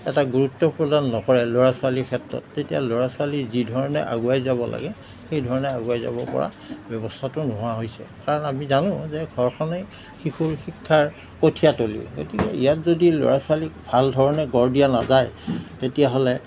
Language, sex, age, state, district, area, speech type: Assamese, male, 60+, Assam, Darrang, rural, spontaneous